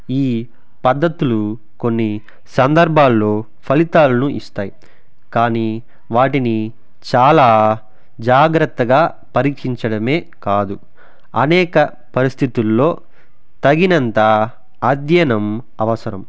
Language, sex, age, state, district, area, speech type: Telugu, male, 18-30, Andhra Pradesh, Sri Balaji, rural, spontaneous